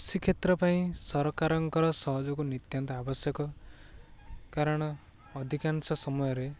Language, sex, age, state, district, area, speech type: Odia, male, 18-30, Odisha, Ganjam, urban, spontaneous